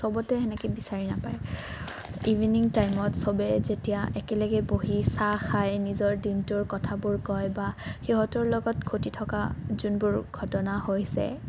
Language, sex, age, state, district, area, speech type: Assamese, female, 18-30, Assam, Morigaon, rural, spontaneous